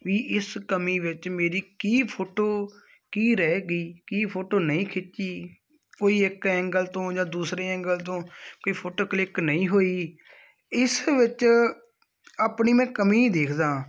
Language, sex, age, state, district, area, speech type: Punjabi, male, 18-30, Punjab, Muktsar, rural, spontaneous